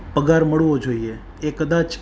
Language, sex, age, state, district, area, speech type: Gujarati, male, 30-45, Gujarat, Rajkot, urban, spontaneous